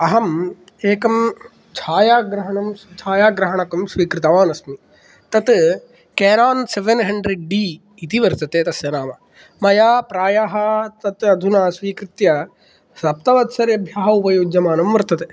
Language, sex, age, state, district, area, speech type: Sanskrit, male, 18-30, Andhra Pradesh, Kadapa, rural, spontaneous